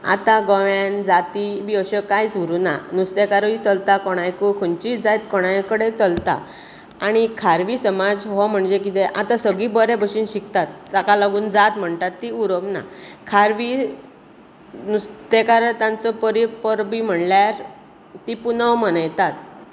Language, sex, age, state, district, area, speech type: Goan Konkani, female, 45-60, Goa, Bardez, urban, spontaneous